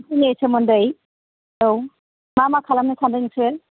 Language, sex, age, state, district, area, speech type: Bodo, female, 60+, Assam, Kokrajhar, rural, conversation